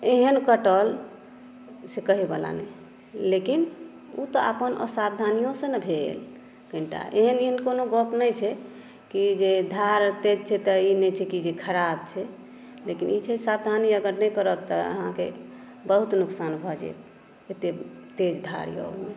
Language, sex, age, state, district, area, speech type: Maithili, female, 30-45, Bihar, Madhepura, urban, spontaneous